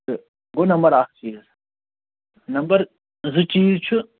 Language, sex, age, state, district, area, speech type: Kashmiri, male, 30-45, Jammu and Kashmir, Anantnag, rural, conversation